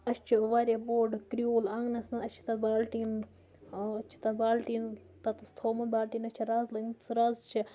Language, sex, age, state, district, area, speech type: Kashmiri, female, 60+, Jammu and Kashmir, Baramulla, rural, spontaneous